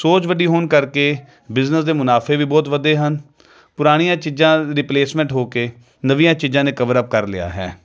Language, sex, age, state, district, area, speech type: Punjabi, male, 30-45, Punjab, Jalandhar, urban, spontaneous